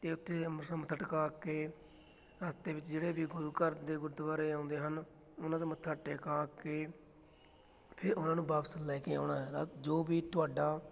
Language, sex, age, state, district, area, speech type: Punjabi, male, 30-45, Punjab, Fatehgarh Sahib, rural, spontaneous